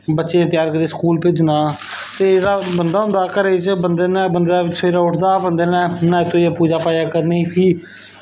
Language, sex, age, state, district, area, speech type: Dogri, male, 30-45, Jammu and Kashmir, Samba, rural, spontaneous